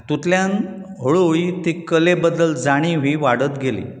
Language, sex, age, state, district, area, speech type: Goan Konkani, male, 45-60, Goa, Bardez, urban, spontaneous